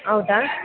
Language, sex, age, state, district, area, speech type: Kannada, female, 18-30, Karnataka, Mysore, urban, conversation